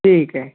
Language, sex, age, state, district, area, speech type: Urdu, male, 18-30, Maharashtra, Nashik, urban, conversation